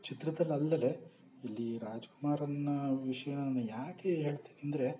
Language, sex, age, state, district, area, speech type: Kannada, male, 60+, Karnataka, Bangalore Urban, rural, spontaneous